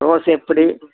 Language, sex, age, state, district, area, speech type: Tamil, male, 45-60, Tamil Nadu, Coimbatore, rural, conversation